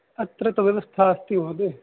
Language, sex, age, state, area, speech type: Sanskrit, male, 18-30, Rajasthan, rural, conversation